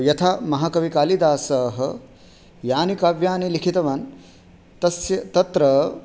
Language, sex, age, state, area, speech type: Sanskrit, male, 30-45, Rajasthan, urban, spontaneous